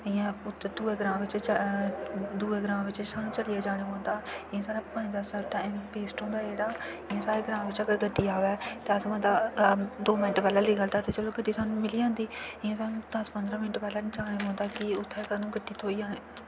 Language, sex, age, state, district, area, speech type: Dogri, female, 18-30, Jammu and Kashmir, Kathua, rural, spontaneous